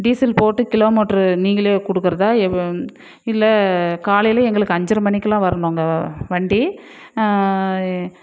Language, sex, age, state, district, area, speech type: Tamil, female, 45-60, Tamil Nadu, Dharmapuri, rural, spontaneous